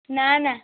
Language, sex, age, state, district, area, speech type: Odia, female, 18-30, Odisha, Kendujhar, urban, conversation